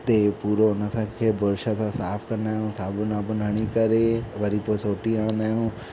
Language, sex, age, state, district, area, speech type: Sindhi, male, 18-30, Madhya Pradesh, Katni, rural, spontaneous